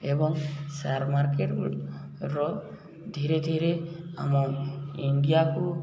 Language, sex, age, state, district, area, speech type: Odia, male, 18-30, Odisha, Subarnapur, urban, spontaneous